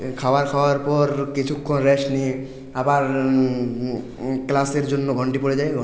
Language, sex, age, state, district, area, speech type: Bengali, male, 18-30, West Bengal, Purulia, urban, spontaneous